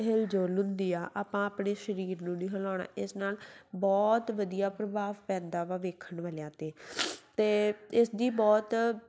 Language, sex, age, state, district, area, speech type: Punjabi, female, 18-30, Punjab, Tarn Taran, rural, spontaneous